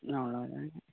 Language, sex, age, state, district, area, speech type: Tamil, female, 30-45, Tamil Nadu, Coimbatore, urban, conversation